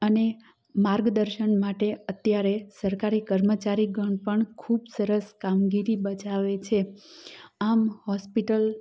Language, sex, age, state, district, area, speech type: Gujarati, female, 30-45, Gujarat, Amreli, rural, spontaneous